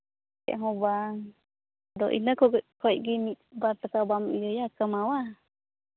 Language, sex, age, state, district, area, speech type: Santali, female, 18-30, Jharkhand, Pakur, rural, conversation